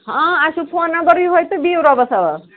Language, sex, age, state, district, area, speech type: Kashmiri, male, 30-45, Jammu and Kashmir, Srinagar, urban, conversation